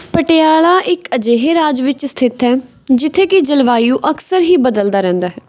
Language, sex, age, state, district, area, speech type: Punjabi, female, 18-30, Punjab, Patiala, rural, spontaneous